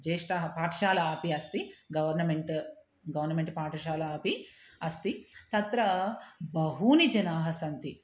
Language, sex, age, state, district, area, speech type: Sanskrit, female, 30-45, Telangana, Ranga Reddy, urban, spontaneous